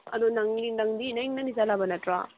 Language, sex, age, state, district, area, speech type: Manipuri, female, 18-30, Manipur, Kakching, rural, conversation